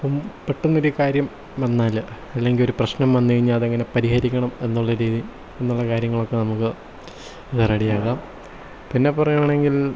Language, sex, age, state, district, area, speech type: Malayalam, male, 18-30, Kerala, Kottayam, rural, spontaneous